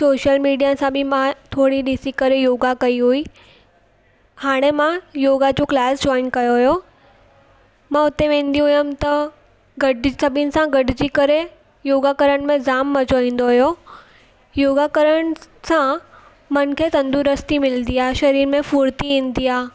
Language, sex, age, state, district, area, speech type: Sindhi, female, 18-30, Gujarat, Surat, urban, spontaneous